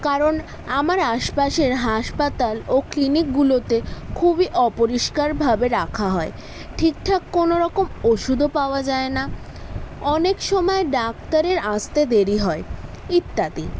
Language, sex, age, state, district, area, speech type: Bengali, female, 18-30, West Bengal, South 24 Parganas, urban, spontaneous